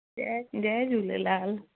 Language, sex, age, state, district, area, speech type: Sindhi, female, 45-60, Uttar Pradesh, Lucknow, urban, conversation